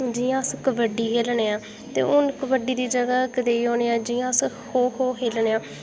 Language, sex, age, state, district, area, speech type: Dogri, female, 18-30, Jammu and Kashmir, Udhampur, rural, spontaneous